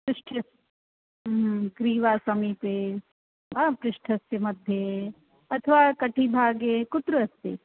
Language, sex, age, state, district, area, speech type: Sanskrit, female, 45-60, Rajasthan, Jaipur, rural, conversation